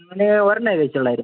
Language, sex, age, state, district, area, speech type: Malayalam, male, 18-30, Kerala, Wayanad, rural, conversation